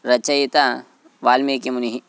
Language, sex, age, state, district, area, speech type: Sanskrit, male, 18-30, Karnataka, Haveri, rural, spontaneous